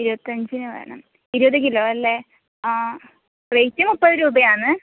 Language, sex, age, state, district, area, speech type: Malayalam, female, 18-30, Kerala, Kasaragod, rural, conversation